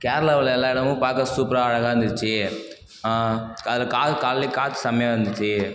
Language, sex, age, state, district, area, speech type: Tamil, male, 30-45, Tamil Nadu, Cuddalore, rural, spontaneous